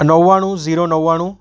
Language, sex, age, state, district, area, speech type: Gujarati, male, 30-45, Gujarat, Surat, urban, spontaneous